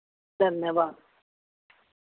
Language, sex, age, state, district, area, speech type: Dogri, female, 45-60, Jammu and Kashmir, Jammu, urban, conversation